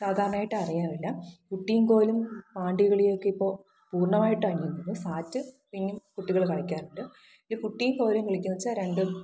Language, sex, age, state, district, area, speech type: Malayalam, female, 18-30, Kerala, Thiruvananthapuram, rural, spontaneous